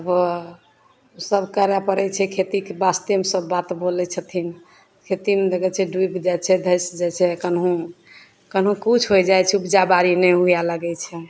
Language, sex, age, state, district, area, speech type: Maithili, female, 30-45, Bihar, Begusarai, rural, spontaneous